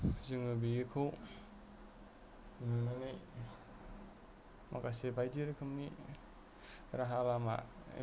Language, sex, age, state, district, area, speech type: Bodo, male, 30-45, Assam, Kokrajhar, urban, spontaneous